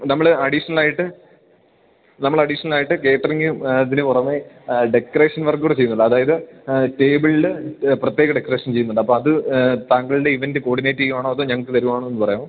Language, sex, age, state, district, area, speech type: Malayalam, male, 18-30, Kerala, Idukki, rural, conversation